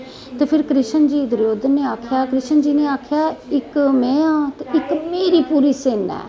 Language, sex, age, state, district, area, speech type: Dogri, female, 45-60, Jammu and Kashmir, Jammu, urban, spontaneous